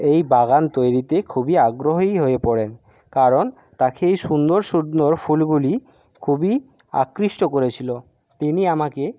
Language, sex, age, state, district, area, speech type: Bengali, male, 60+, West Bengal, Jhargram, rural, spontaneous